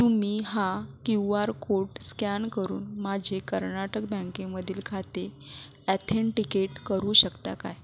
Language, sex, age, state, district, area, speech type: Marathi, female, 30-45, Maharashtra, Buldhana, rural, read